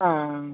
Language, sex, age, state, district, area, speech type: Malayalam, male, 30-45, Kerala, Alappuzha, rural, conversation